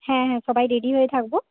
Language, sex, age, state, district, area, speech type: Bengali, female, 18-30, West Bengal, Paschim Medinipur, rural, conversation